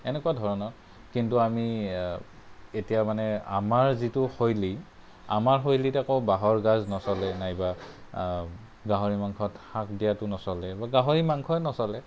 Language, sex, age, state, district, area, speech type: Assamese, male, 30-45, Assam, Kamrup Metropolitan, urban, spontaneous